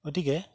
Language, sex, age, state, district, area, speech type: Assamese, male, 60+, Assam, Golaghat, urban, spontaneous